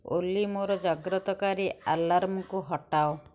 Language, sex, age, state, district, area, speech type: Odia, female, 60+, Odisha, Kendujhar, urban, read